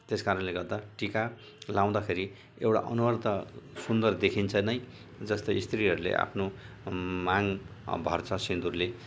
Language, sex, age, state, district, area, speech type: Nepali, male, 60+, West Bengal, Jalpaiguri, rural, spontaneous